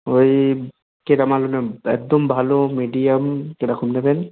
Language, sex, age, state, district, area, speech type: Bengali, male, 18-30, West Bengal, Birbhum, urban, conversation